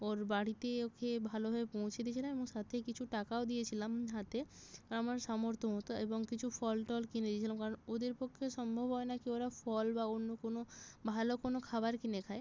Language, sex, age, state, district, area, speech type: Bengali, female, 30-45, West Bengal, Jalpaiguri, rural, spontaneous